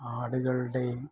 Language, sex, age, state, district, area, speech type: Malayalam, male, 60+, Kerala, Malappuram, rural, spontaneous